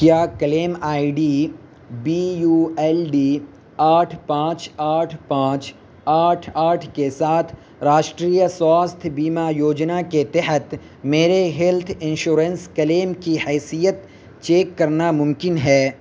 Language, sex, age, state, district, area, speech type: Urdu, male, 18-30, Uttar Pradesh, Saharanpur, urban, read